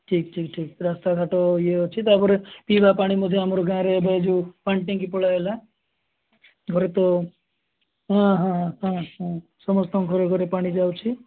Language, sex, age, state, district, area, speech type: Odia, male, 30-45, Odisha, Nabarangpur, urban, conversation